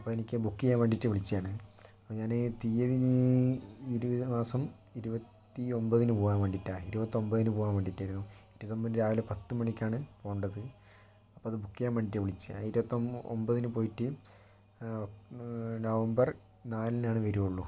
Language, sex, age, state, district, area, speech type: Malayalam, male, 30-45, Kerala, Kozhikode, urban, spontaneous